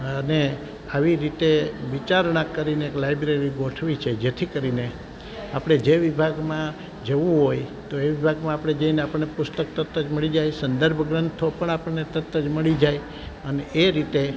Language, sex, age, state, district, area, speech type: Gujarati, male, 60+, Gujarat, Amreli, rural, spontaneous